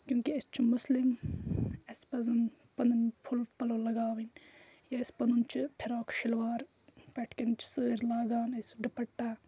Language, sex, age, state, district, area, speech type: Kashmiri, female, 18-30, Jammu and Kashmir, Kupwara, rural, spontaneous